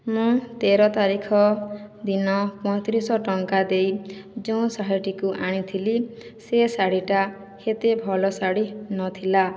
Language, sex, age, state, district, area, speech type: Odia, female, 60+, Odisha, Boudh, rural, spontaneous